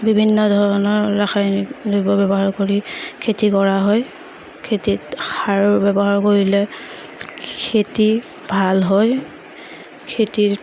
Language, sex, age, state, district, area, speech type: Assamese, female, 30-45, Assam, Darrang, rural, spontaneous